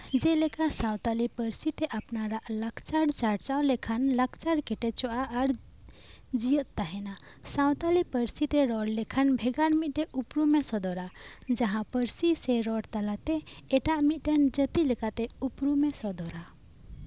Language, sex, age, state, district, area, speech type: Santali, female, 18-30, West Bengal, Birbhum, rural, spontaneous